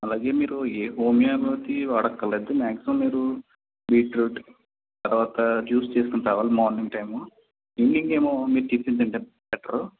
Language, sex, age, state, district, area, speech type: Telugu, male, 30-45, Andhra Pradesh, Konaseema, urban, conversation